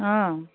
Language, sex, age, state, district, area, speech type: Assamese, female, 45-60, Assam, Biswanath, rural, conversation